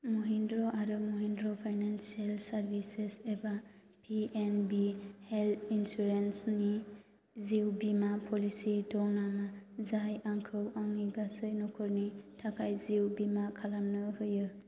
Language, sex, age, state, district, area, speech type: Bodo, male, 18-30, Assam, Chirang, rural, read